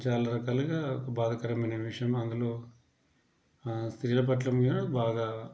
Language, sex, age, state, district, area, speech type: Telugu, male, 30-45, Telangana, Mancherial, rural, spontaneous